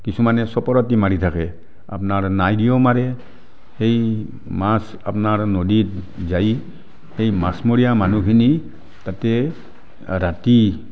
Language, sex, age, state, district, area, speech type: Assamese, male, 60+, Assam, Barpeta, rural, spontaneous